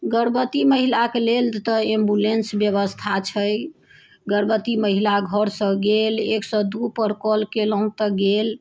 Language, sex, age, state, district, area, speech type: Maithili, female, 60+, Bihar, Sitamarhi, rural, spontaneous